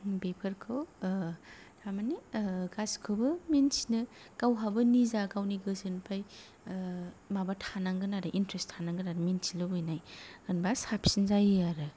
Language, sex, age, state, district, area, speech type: Bodo, female, 18-30, Assam, Kokrajhar, rural, spontaneous